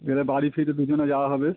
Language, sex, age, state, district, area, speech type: Bengali, male, 30-45, West Bengal, Howrah, urban, conversation